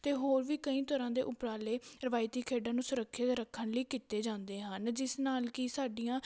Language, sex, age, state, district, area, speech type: Punjabi, female, 18-30, Punjab, Patiala, rural, spontaneous